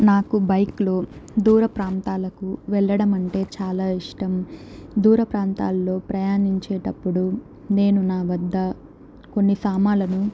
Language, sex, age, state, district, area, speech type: Telugu, female, 18-30, Andhra Pradesh, Chittoor, urban, spontaneous